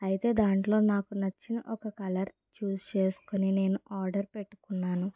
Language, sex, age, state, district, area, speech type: Telugu, female, 30-45, Andhra Pradesh, Kakinada, urban, spontaneous